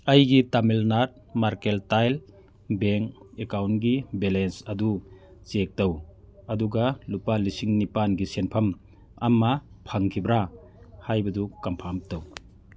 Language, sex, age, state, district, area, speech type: Manipuri, male, 45-60, Manipur, Churachandpur, urban, read